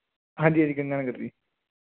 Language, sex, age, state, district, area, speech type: Punjabi, male, 18-30, Punjab, Fazilka, urban, conversation